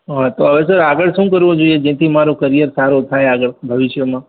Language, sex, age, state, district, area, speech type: Gujarati, male, 30-45, Gujarat, Morbi, rural, conversation